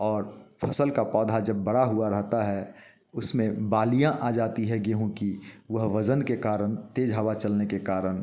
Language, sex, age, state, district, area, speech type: Hindi, male, 45-60, Bihar, Muzaffarpur, urban, spontaneous